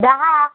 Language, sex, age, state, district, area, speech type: Marathi, female, 18-30, Maharashtra, Jalna, urban, conversation